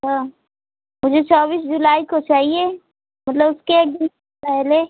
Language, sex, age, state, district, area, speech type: Hindi, female, 18-30, Uttar Pradesh, Azamgarh, rural, conversation